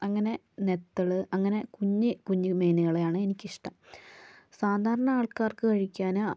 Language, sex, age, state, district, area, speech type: Malayalam, female, 30-45, Kerala, Kozhikode, urban, spontaneous